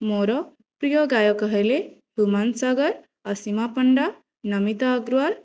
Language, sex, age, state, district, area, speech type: Odia, female, 18-30, Odisha, Jajpur, rural, spontaneous